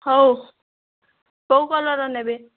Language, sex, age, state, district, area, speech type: Odia, female, 18-30, Odisha, Boudh, rural, conversation